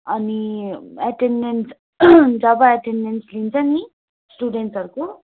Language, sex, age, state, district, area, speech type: Nepali, female, 30-45, West Bengal, Darjeeling, rural, conversation